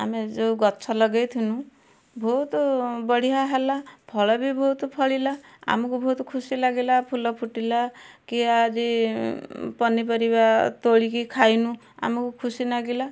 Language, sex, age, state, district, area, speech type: Odia, female, 60+, Odisha, Kendujhar, urban, spontaneous